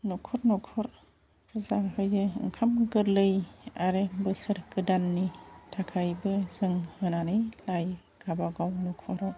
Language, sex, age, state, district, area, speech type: Bodo, female, 45-60, Assam, Chirang, rural, spontaneous